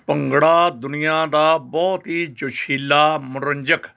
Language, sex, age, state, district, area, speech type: Punjabi, male, 60+, Punjab, Hoshiarpur, urban, spontaneous